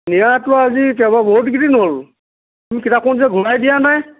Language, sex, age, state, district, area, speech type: Assamese, male, 60+, Assam, Tinsukia, rural, conversation